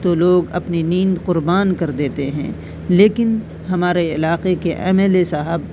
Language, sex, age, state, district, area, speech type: Urdu, male, 18-30, Delhi, South Delhi, urban, spontaneous